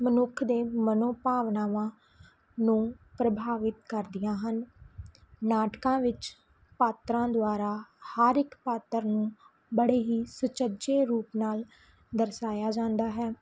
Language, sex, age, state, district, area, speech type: Punjabi, female, 18-30, Punjab, Muktsar, rural, spontaneous